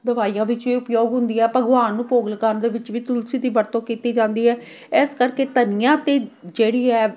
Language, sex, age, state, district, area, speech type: Punjabi, female, 45-60, Punjab, Amritsar, urban, spontaneous